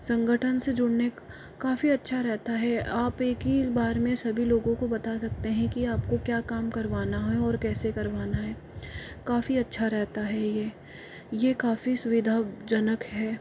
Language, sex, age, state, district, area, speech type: Hindi, female, 45-60, Rajasthan, Jaipur, urban, spontaneous